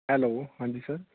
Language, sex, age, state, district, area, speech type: Punjabi, male, 30-45, Punjab, Fazilka, rural, conversation